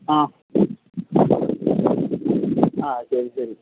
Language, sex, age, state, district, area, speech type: Malayalam, male, 45-60, Kerala, Idukki, rural, conversation